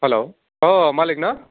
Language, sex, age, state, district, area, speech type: Bodo, male, 18-30, Assam, Baksa, urban, conversation